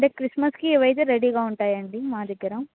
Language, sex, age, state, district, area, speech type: Telugu, female, 18-30, Andhra Pradesh, Annamaya, rural, conversation